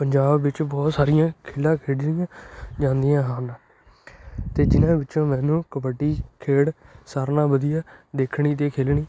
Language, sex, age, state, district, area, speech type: Punjabi, male, 18-30, Punjab, Shaheed Bhagat Singh Nagar, urban, spontaneous